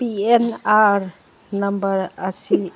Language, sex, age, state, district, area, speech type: Manipuri, female, 45-60, Manipur, Kangpokpi, urban, read